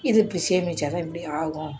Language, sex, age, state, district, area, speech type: Tamil, female, 60+, Tamil Nadu, Dharmapuri, urban, spontaneous